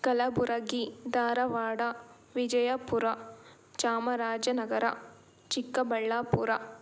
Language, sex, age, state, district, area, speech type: Kannada, female, 18-30, Karnataka, Tumkur, rural, spontaneous